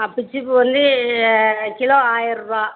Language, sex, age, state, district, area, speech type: Tamil, female, 45-60, Tamil Nadu, Thoothukudi, rural, conversation